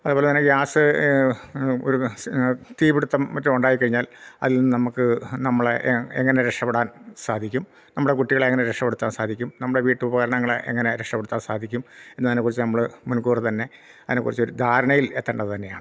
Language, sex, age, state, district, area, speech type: Malayalam, male, 45-60, Kerala, Kottayam, rural, spontaneous